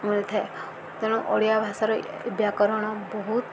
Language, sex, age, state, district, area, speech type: Odia, female, 18-30, Odisha, Subarnapur, urban, spontaneous